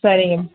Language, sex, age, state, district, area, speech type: Tamil, female, 45-60, Tamil Nadu, Kanchipuram, urban, conversation